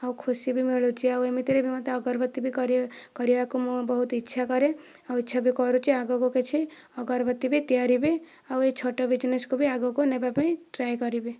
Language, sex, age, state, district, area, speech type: Odia, female, 18-30, Odisha, Kandhamal, rural, spontaneous